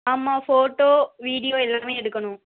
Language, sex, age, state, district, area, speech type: Tamil, female, 18-30, Tamil Nadu, Thoothukudi, rural, conversation